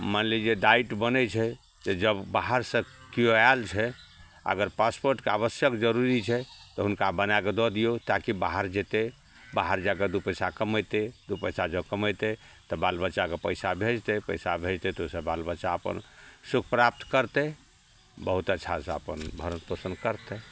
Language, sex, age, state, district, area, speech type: Maithili, male, 60+, Bihar, Araria, rural, spontaneous